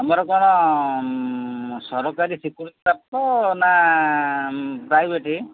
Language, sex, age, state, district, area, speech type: Odia, male, 45-60, Odisha, Jagatsinghpur, urban, conversation